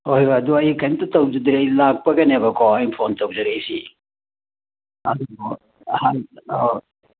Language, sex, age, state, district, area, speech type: Manipuri, male, 60+, Manipur, Churachandpur, urban, conversation